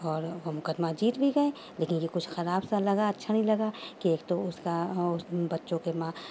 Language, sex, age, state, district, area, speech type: Urdu, female, 30-45, Uttar Pradesh, Shahjahanpur, urban, spontaneous